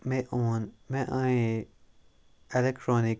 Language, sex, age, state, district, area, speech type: Kashmiri, male, 30-45, Jammu and Kashmir, Kupwara, rural, spontaneous